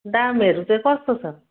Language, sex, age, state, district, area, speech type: Nepali, female, 45-60, West Bengal, Darjeeling, rural, conversation